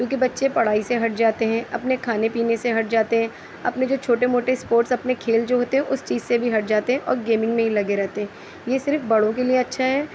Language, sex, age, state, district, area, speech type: Urdu, female, 30-45, Delhi, Central Delhi, urban, spontaneous